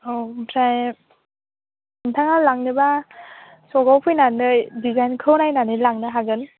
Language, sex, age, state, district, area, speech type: Bodo, female, 18-30, Assam, Baksa, rural, conversation